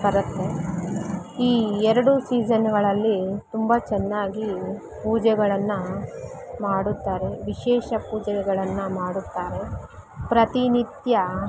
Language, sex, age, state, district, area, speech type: Kannada, female, 18-30, Karnataka, Kolar, rural, spontaneous